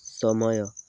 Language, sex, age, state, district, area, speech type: Odia, male, 18-30, Odisha, Malkangiri, urban, read